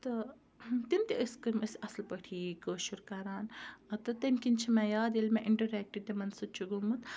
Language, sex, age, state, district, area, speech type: Kashmiri, female, 30-45, Jammu and Kashmir, Ganderbal, rural, spontaneous